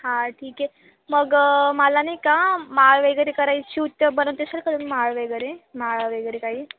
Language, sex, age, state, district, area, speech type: Marathi, female, 18-30, Maharashtra, Nashik, urban, conversation